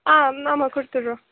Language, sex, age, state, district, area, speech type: Tamil, female, 18-30, Tamil Nadu, Krishnagiri, rural, conversation